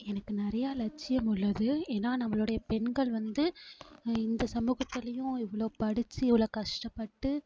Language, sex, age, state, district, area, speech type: Tamil, female, 18-30, Tamil Nadu, Mayiladuthurai, urban, spontaneous